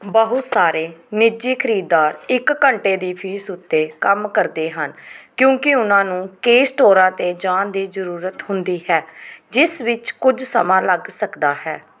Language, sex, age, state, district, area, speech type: Punjabi, female, 30-45, Punjab, Pathankot, rural, read